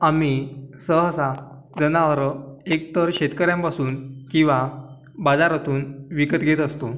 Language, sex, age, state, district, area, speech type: Marathi, male, 45-60, Maharashtra, Yavatmal, rural, spontaneous